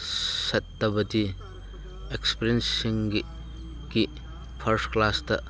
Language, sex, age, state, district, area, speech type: Manipuri, male, 60+, Manipur, Chandel, rural, read